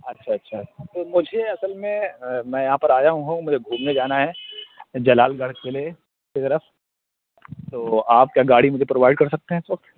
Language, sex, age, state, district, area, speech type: Urdu, male, 18-30, Bihar, Purnia, rural, conversation